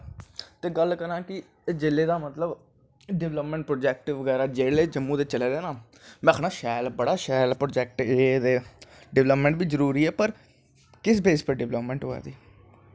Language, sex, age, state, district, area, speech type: Dogri, male, 18-30, Jammu and Kashmir, Jammu, urban, spontaneous